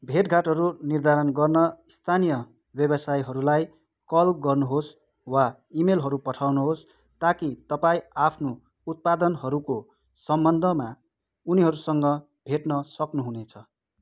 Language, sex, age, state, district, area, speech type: Nepali, male, 30-45, West Bengal, Kalimpong, rural, read